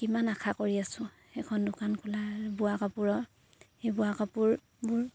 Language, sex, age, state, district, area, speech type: Assamese, female, 18-30, Assam, Sivasagar, rural, spontaneous